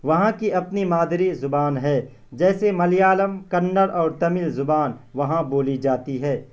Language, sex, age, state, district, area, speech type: Urdu, male, 18-30, Bihar, Purnia, rural, spontaneous